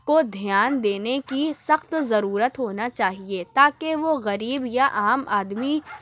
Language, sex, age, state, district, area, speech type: Urdu, female, 30-45, Uttar Pradesh, Lucknow, urban, spontaneous